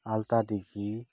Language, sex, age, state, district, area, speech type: Santali, male, 30-45, West Bengal, Dakshin Dinajpur, rural, spontaneous